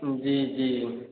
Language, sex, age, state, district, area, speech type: Hindi, male, 30-45, Bihar, Samastipur, rural, conversation